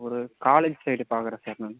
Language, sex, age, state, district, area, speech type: Tamil, male, 18-30, Tamil Nadu, Vellore, rural, conversation